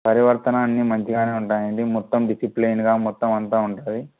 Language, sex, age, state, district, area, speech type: Telugu, male, 18-30, Andhra Pradesh, Anantapur, urban, conversation